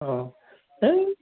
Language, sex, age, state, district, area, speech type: Bodo, male, 45-60, Assam, Kokrajhar, rural, conversation